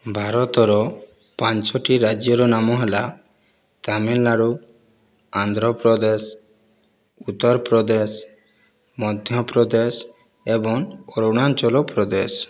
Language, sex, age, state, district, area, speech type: Odia, male, 18-30, Odisha, Boudh, rural, spontaneous